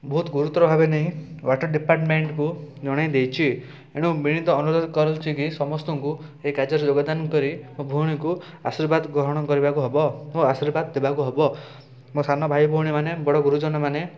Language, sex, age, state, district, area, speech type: Odia, male, 18-30, Odisha, Rayagada, urban, spontaneous